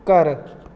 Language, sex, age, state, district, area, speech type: Punjabi, male, 30-45, Punjab, Bathinda, rural, read